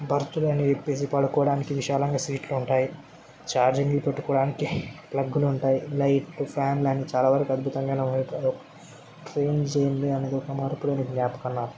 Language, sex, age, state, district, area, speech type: Telugu, male, 18-30, Telangana, Medchal, urban, spontaneous